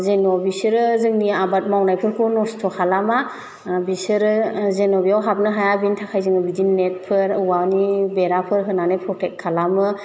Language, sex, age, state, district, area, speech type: Bodo, female, 30-45, Assam, Chirang, rural, spontaneous